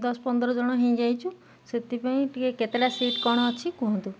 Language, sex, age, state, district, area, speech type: Odia, female, 30-45, Odisha, Jagatsinghpur, urban, spontaneous